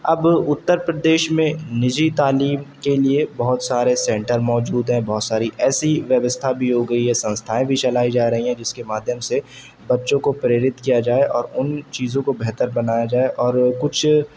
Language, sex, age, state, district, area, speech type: Urdu, male, 18-30, Uttar Pradesh, Shahjahanpur, urban, spontaneous